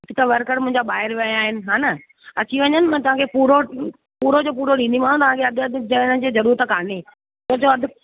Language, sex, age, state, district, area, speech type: Sindhi, female, 45-60, Delhi, South Delhi, rural, conversation